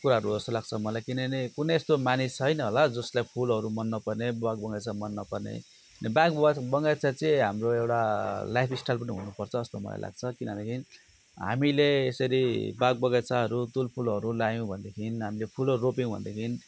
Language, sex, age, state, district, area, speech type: Nepali, male, 45-60, West Bengal, Darjeeling, rural, spontaneous